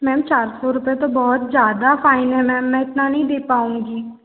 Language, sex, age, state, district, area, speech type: Hindi, female, 18-30, Madhya Pradesh, Betul, rural, conversation